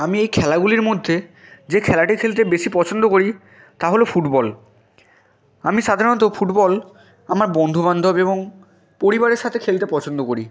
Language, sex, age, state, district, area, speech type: Bengali, male, 18-30, West Bengal, Purba Medinipur, rural, spontaneous